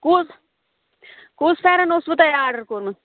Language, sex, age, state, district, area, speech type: Kashmiri, female, 18-30, Jammu and Kashmir, Kulgam, rural, conversation